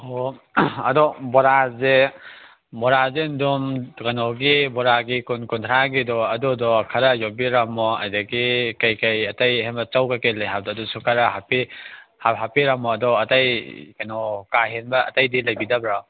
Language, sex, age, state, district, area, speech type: Manipuri, male, 18-30, Manipur, Kangpokpi, urban, conversation